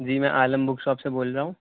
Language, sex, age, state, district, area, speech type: Urdu, male, 18-30, Delhi, North West Delhi, urban, conversation